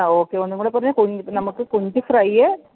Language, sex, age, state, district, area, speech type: Malayalam, female, 30-45, Kerala, Kottayam, rural, conversation